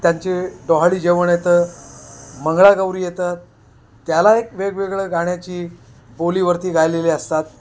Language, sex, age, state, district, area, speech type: Marathi, male, 60+, Maharashtra, Thane, urban, spontaneous